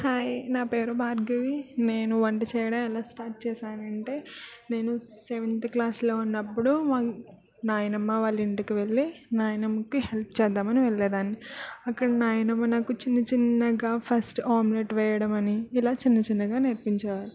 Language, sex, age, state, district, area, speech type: Telugu, female, 18-30, Andhra Pradesh, Kakinada, urban, spontaneous